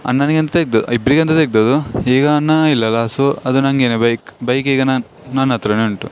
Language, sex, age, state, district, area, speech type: Kannada, male, 18-30, Karnataka, Dakshina Kannada, rural, spontaneous